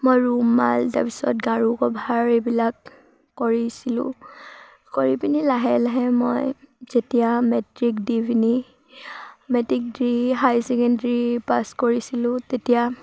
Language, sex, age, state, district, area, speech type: Assamese, female, 18-30, Assam, Sivasagar, rural, spontaneous